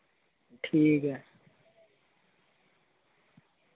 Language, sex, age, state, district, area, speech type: Dogri, male, 18-30, Jammu and Kashmir, Reasi, rural, conversation